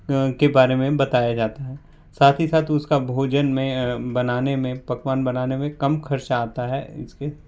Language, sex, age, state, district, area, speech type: Hindi, male, 45-60, Madhya Pradesh, Bhopal, urban, spontaneous